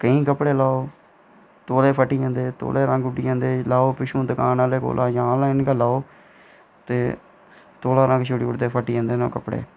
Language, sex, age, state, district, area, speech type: Dogri, male, 18-30, Jammu and Kashmir, Reasi, rural, spontaneous